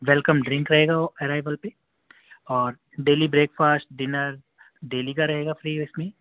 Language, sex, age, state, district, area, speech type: Urdu, male, 30-45, Uttar Pradesh, Gautam Buddha Nagar, urban, conversation